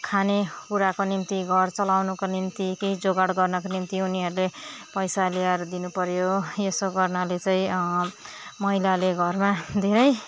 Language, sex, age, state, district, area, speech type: Nepali, female, 30-45, West Bengal, Darjeeling, rural, spontaneous